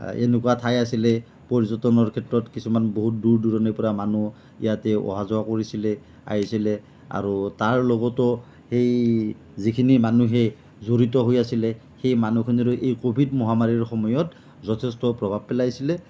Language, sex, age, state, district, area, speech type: Assamese, male, 45-60, Assam, Nalbari, rural, spontaneous